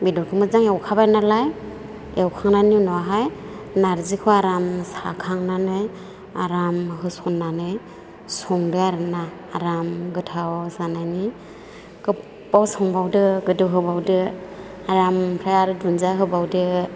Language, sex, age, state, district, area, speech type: Bodo, female, 45-60, Assam, Chirang, rural, spontaneous